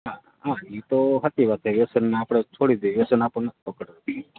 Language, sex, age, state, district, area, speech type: Gujarati, male, 30-45, Gujarat, Morbi, rural, conversation